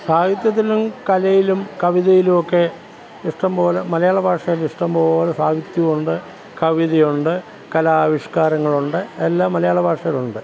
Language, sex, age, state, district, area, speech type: Malayalam, male, 60+, Kerala, Pathanamthitta, rural, spontaneous